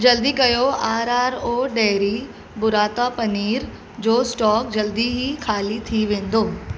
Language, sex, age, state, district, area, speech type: Sindhi, female, 18-30, Maharashtra, Mumbai Suburban, urban, read